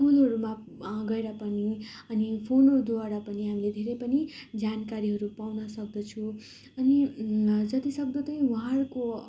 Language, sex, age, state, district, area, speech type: Nepali, female, 18-30, West Bengal, Darjeeling, rural, spontaneous